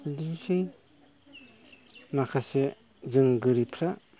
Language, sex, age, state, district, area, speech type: Bodo, male, 45-60, Assam, Chirang, rural, spontaneous